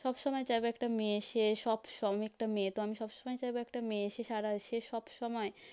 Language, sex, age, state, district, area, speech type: Bengali, female, 18-30, West Bengal, South 24 Parganas, rural, spontaneous